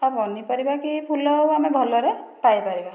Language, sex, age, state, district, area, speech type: Odia, female, 30-45, Odisha, Dhenkanal, rural, spontaneous